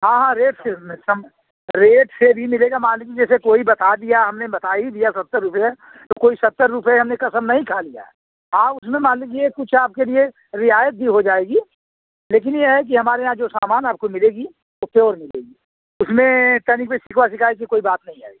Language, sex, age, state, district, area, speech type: Hindi, male, 45-60, Uttar Pradesh, Azamgarh, rural, conversation